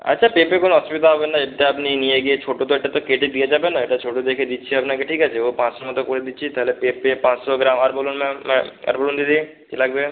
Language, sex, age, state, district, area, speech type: Bengali, male, 18-30, West Bengal, Purba Medinipur, rural, conversation